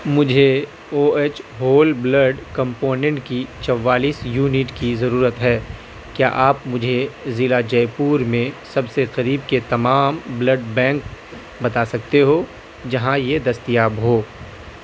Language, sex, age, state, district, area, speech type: Urdu, male, 18-30, Delhi, South Delhi, urban, read